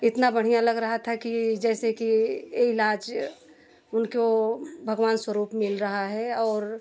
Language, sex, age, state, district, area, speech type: Hindi, female, 30-45, Uttar Pradesh, Prayagraj, rural, spontaneous